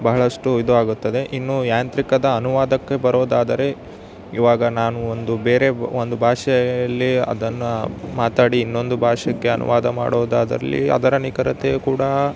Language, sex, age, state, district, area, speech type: Kannada, male, 18-30, Karnataka, Yadgir, rural, spontaneous